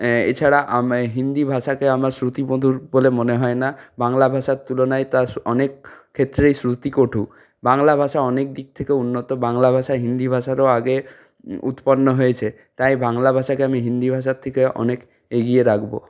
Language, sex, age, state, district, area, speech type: Bengali, male, 45-60, West Bengal, Purulia, urban, spontaneous